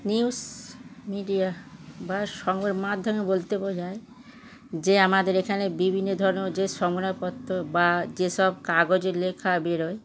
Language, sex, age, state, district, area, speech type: Bengali, female, 60+, West Bengal, Darjeeling, rural, spontaneous